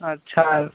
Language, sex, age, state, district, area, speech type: Hindi, male, 18-30, Uttar Pradesh, Sonbhadra, rural, conversation